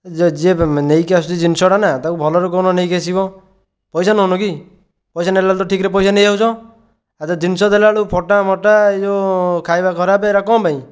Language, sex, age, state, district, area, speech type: Odia, male, 18-30, Odisha, Dhenkanal, rural, spontaneous